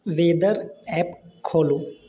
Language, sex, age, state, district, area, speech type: Maithili, male, 18-30, Bihar, Sitamarhi, urban, read